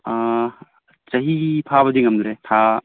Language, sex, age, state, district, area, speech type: Manipuri, male, 18-30, Manipur, Kangpokpi, urban, conversation